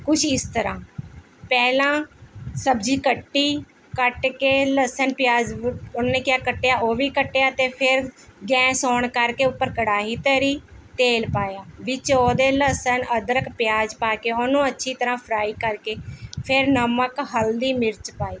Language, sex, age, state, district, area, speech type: Punjabi, female, 30-45, Punjab, Mohali, urban, spontaneous